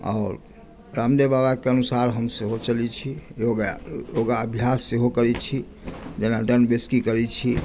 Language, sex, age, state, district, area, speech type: Maithili, male, 45-60, Bihar, Madhubani, rural, spontaneous